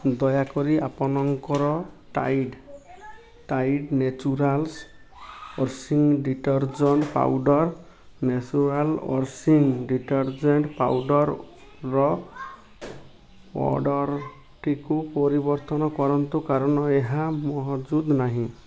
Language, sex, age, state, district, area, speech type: Odia, male, 30-45, Odisha, Malkangiri, urban, read